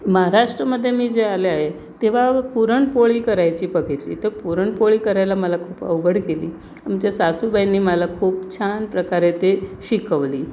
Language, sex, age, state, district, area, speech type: Marathi, female, 60+, Maharashtra, Pune, urban, spontaneous